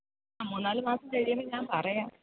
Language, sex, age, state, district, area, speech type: Malayalam, female, 30-45, Kerala, Idukki, rural, conversation